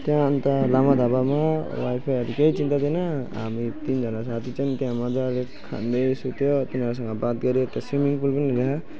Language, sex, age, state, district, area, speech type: Nepali, male, 18-30, West Bengal, Alipurduar, urban, spontaneous